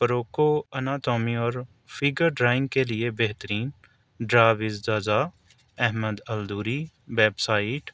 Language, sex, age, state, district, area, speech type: Urdu, male, 30-45, Delhi, New Delhi, urban, spontaneous